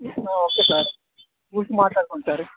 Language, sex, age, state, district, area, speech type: Telugu, male, 18-30, Telangana, Khammam, urban, conversation